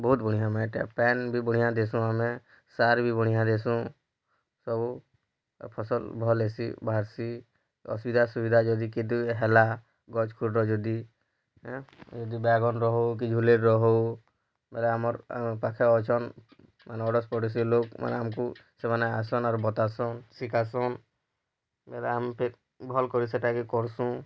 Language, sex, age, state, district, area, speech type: Odia, male, 30-45, Odisha, Bargarh, rural, spontaneous